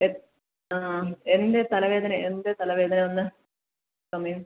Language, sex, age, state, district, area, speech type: Malayalam, female, 30-45, Kerala, Kasaragod, rural, conversation